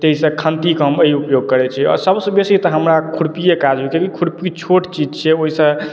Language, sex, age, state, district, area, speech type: Maithili, male, 30-45, Bihar, Madhubani, urban, spontaneous